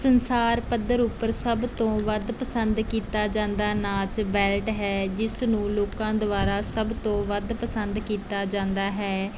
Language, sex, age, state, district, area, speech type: Punjabi, female, 18-30, Punjab, Bathinda, rural, spontaneous